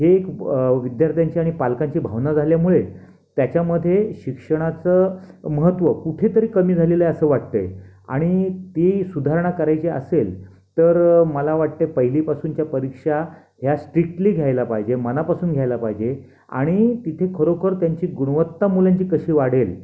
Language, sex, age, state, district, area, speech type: Marathi, male, 60+, Maharashtra, Raigad, rural, spontaneous